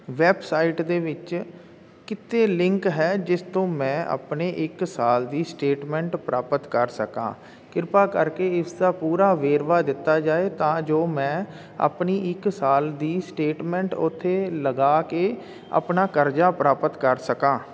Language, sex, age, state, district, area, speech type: Punjabi, male, 45-60, Punjab, Jalandhar, urban, spontaneous